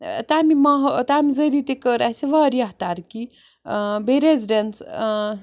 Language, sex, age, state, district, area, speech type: Kashmiri, female, 60+, Jammu and Kashmir, Srinagar, urban, spontaneous